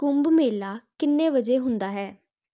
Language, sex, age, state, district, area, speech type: Punjabi, female, 18-30, Punjab, Jalandhar, urban, read